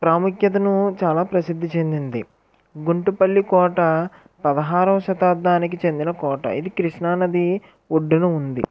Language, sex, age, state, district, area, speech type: Telugu, male, 18-30, Andhra Pradesh, Eluru, rural, spontaneous